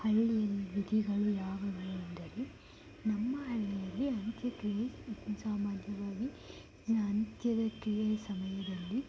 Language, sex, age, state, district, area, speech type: Kannada, female, 45-60, Karnataka, Tumkur, rural, spontaneous